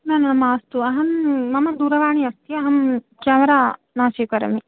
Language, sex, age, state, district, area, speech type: Sanskrit, female, 18-30, Odisha, Jajpur, rural, conversation